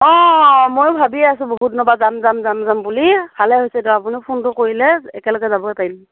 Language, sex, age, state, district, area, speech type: Assamese, female, 30-45, Assam, Morigaon, rural, conversation